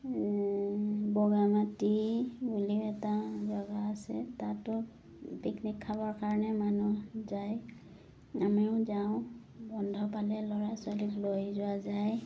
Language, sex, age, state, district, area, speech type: Assamese, female, 30-45, Assam, Udalguri, rural, spontaneous